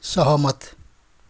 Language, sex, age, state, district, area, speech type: Nepali, male, 60+, West Bengal, Kalimpong, rural, read